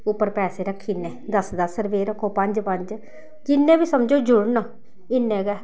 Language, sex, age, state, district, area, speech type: Dogri, female, 30-45, Jammu and Kashmir, Samba, rural, spontaneous